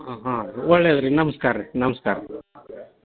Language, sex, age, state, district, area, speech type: Kannada, male, 45-60, Karnataka, Dharwad, rural, conversation